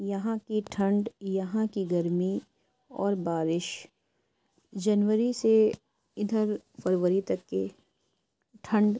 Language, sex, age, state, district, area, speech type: Urdu, female, 18-30, Uttar Pradesh, Lucknow, rural, spontaneous